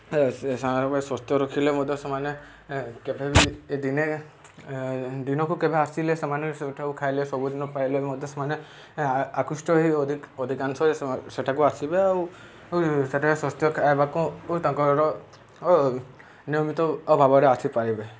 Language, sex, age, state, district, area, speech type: Odia, male, 18-30, Odisha, Subarnapur, urban, spontaneous